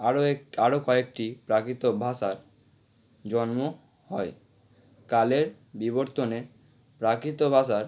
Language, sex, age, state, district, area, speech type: Bengali, male, 18-30, West Bengal, Howrah, urban, spontaneous